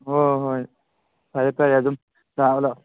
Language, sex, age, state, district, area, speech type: Manipuri, male, 18-30, Manipur, Kangpokpi, urban, conversation